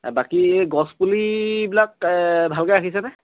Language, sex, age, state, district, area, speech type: Assamese, male, 30-45, Assam, Golaghat, urban, conversation